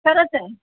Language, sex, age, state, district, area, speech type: Marathi, female, 45-60, Maharashtra, Nanded, urban, conversation